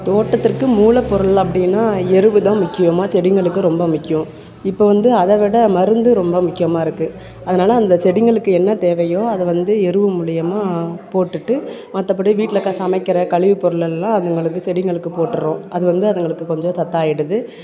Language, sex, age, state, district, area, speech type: Tamil, female, 45-60, Tamil Nadu, Perambalur, urban, spontaneous